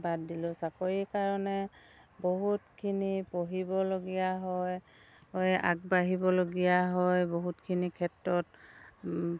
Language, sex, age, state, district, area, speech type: Assamese, female, 60+, Assam, Dibrugarh, rural, spontaneous